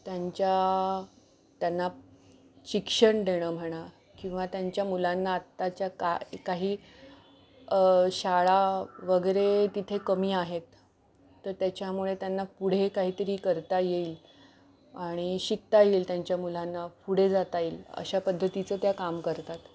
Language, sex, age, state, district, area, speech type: Marathi, female, 45-60, Maharashtra, Palghar, urban, spontaneous